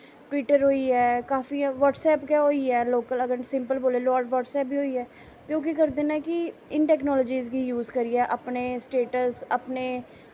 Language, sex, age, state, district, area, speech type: Dogri, female, 18-30, Jammu and Kashmir, Samba, rural, spontaneous